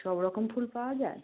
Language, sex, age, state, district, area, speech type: Bengali, female, 30-45, West Bengal, Darjeeling, rural, conversation